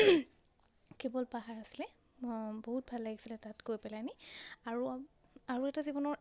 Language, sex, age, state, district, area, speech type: Assamese, female, 18-30, Assam, Majuli, urban, spontaneous